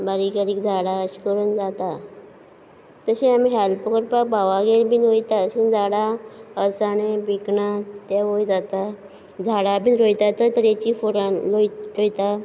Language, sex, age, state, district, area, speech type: Goan Konkani, female, 45-60, Goa, Quepem, rural, spontaneous